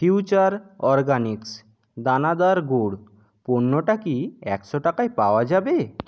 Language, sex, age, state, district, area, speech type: Bengali, male, 30-45, West Bengal, Jhargram, rural, read